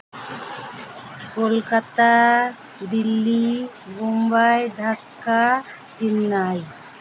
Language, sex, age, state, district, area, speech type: Santali, female, 30-45, West Bengal, Purba Bardhaman, rural, spontaneous